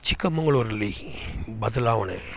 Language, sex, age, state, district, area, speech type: Kannada, male, 45-60, Karnataka, Chikkamagaluru, rural, spontaneous